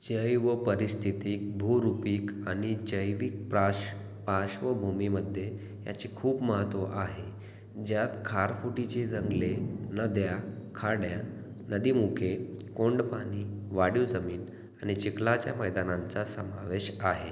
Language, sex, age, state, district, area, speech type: Marathi, male, 18-30, Maharashtra, Washim, rural, read